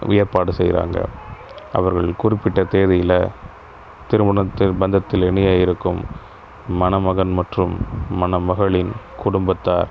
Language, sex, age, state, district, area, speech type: Tamil, male, 30-45, Tamil Nadu, Pudukkottai, rural, spontaneous